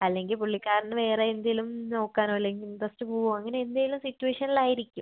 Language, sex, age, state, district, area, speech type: Malayalam, female, 18-30, Kerala, Wayanad, rural, conversation